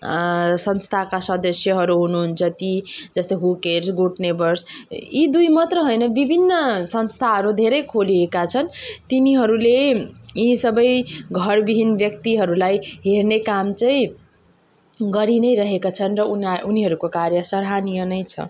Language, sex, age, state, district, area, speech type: Nepali, female, 30-45, West Bengal, Darjeeling, rural, spontaneous